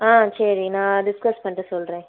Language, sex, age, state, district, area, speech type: Tamil, female, 18-30, Tamil Nadu, Madurai, urban, conversation